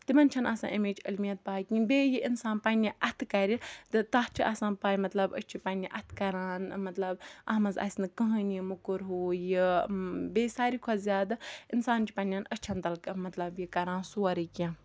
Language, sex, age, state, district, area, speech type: Kashmiri, female, 30-45, Jammu and Kashmir, Ganderbal, rural, spontaneous